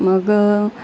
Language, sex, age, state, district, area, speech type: Marathi, female, 30-45, Maharashtra, Wardha, rural, spontaneous